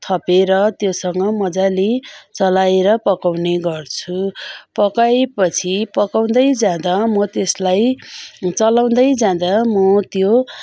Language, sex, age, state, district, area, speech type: Nepali, female, 45-60, West Bengal, Darjeeling, rural, spontaneous